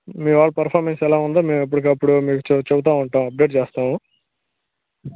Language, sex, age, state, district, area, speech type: Telugu, male, 18-30, Andhra Pradesh, Srikakulam, rural, conversation